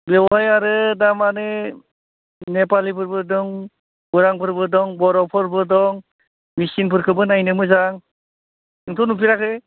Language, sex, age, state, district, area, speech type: Bodo, male, 45-60, Assam, Baksa, urban, conversation